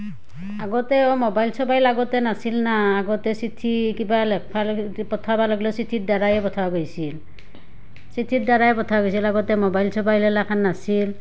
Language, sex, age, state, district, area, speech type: Assamese, female, 30-45, Assam, Barpeta, rural, spontaneous